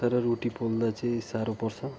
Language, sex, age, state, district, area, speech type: Nepali, male, 45-60, West Bengal, Kalimpong, rural, spontaneous